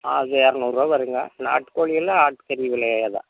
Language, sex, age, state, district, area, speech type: Tamil, male, 60+, Tamil Nadu, Erode, rural, conversation